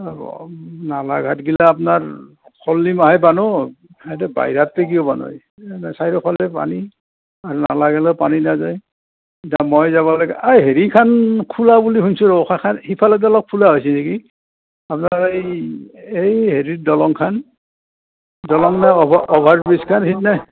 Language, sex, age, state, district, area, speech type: Assamese, male, 60+, Assam, Nalbari, rural, conversation